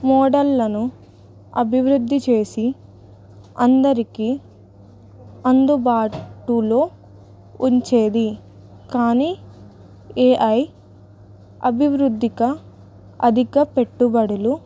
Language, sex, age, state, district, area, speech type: Telugu, female, 18-30, Telangana, Ranga Reddy, rural, spontaneous